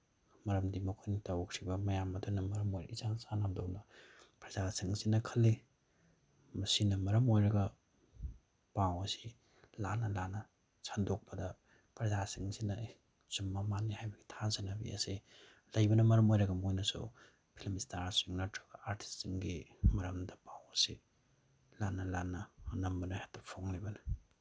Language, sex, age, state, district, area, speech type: Manipuri, male, 30-45, Manipur, Bishnupur, rural, spontaneous